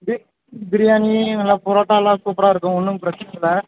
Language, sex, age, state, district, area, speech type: Tamil, male, 18-30, Tamil Nadu, Dharmapuri, rural, conversation